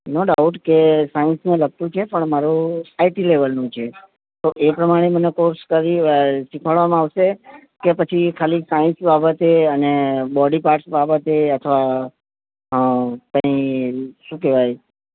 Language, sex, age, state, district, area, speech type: Gujarati, male, 45-60, Gujarat, Ahmedabad, urban, conversation